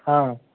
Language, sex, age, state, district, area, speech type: Maithili, male, 18-30, Bihar, Madhubani, rural, conversation